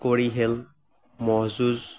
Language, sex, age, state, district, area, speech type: Assamese, male, 18-30, Assam, Morigaon, rural, spontaneous